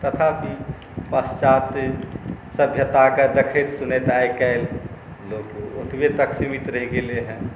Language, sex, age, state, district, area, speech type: Maithili, male, 45-60, Bihar, Saharsa, urban, spontaneous